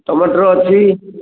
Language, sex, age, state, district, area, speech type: Odia, male, 45-60, Odisha, Kendrapara, urban, conversation